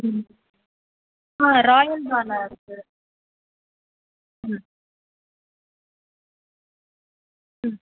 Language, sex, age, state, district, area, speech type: Tamil, female, 30-45, Tamil Nadu, Chennai, urban, conversation